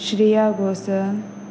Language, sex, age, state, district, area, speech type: Goan Konkani, female, 18-30, Goa, Pernem, rural, spontaneous